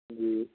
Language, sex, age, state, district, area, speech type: Urdu, male, 18-30, Bihar, Purnia, rural, conversation